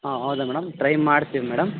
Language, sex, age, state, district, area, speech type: Kannada, male, 18-30, Karnataka, Chitradurga, rural, conversation